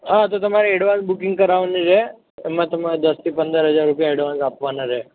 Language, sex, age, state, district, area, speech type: Gujarati, male, 18-30, Gujarat, Ahmedabad, urban, conversation